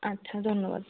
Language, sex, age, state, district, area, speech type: Bengali, female, 30-45, West Bengal, Jalpaiguri, rural, conversation